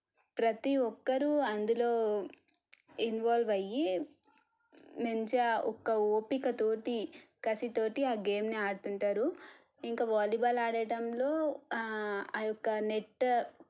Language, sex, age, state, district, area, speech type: Telugu, female, 18-30, Telangana, Suryapet, urban, spontaneous